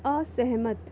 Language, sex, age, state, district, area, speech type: Hindi, female, 18-30, Madhya Pradesh, Jabalpur, urban, read